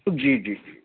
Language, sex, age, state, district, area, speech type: Urdu, male, 30-45, Uttar Pradesh, Saharanpur, urban, conversation